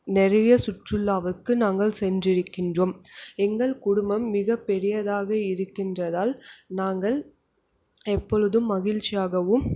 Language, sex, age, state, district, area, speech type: Tamil, female, 18-30, Tamil Nadu, Krishnagiri, rural, spontaneous